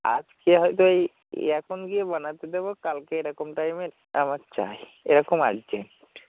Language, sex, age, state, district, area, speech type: Bengali, male, 45-60, West Bengal, North 24 Parganas, rural, conversation